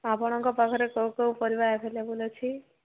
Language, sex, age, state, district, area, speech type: Odia, female, 18-30, Odisha, Subarnapur, urban, conversation